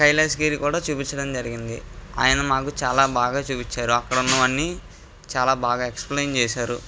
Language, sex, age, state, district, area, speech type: Telugu, male, 18-30, Andhra Pradesh, N T Rama Rao, urban, spontaneous